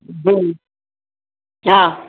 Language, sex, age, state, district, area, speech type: Sindhi, female, 60+, Maharashtra, Mumbai Suburban, urban, conversation